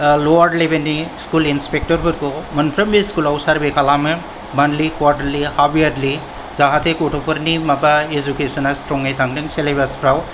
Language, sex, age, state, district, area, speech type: Bodo, male, 45-60, Assam, Kokrajhar, rural, spontaneous